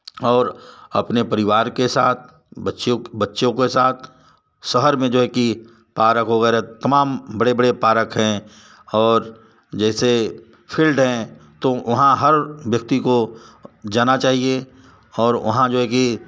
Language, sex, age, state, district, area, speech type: Hindi, male, 45-60, Uttar Pradesh, Varanasi, rural, spontaneous